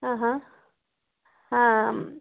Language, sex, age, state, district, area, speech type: Kannada, female, 45-60, Karnataka, Hassan, urban, conversation